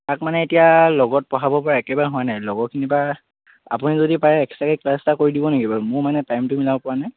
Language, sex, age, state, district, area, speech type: Assamese, male, 18-30, Assam, Dhemaji, urban, conversation